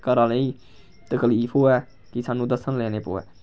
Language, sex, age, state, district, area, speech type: Dogri, male, 18-30, Jammu and Kashmir, Samba, rural, spontaneous